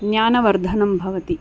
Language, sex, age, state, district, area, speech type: Sanskrit, female, 45-60, Tamil Nadu, Chennai, urban, spontaneous